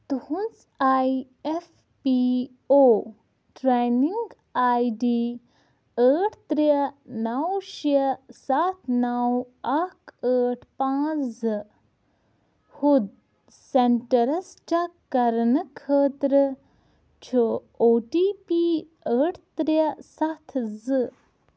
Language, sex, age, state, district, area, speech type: Kashmiri, female, 18-30, Jammu and Kashmir, Ganderbal, rural, read